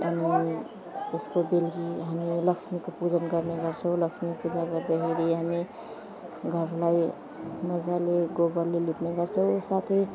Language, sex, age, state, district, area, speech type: Nepali, female, 30-45, West Bengal, Alipurduar, urban, spontaneous